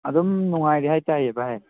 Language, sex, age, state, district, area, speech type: Manipuri, male, 18-30, Manipur, Kangpokpi, urban, conversation